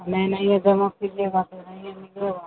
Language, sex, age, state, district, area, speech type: Hindi, female, 45-60, Bihar, Begusarai, rural, conversation